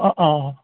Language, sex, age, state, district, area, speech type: Assamese, male, 30-45, Assam, Charaideo, urban, conversation